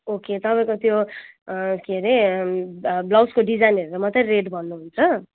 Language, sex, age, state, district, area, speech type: Nepali, female, 30-45, West Bengal, Kalimpong, rural, conversation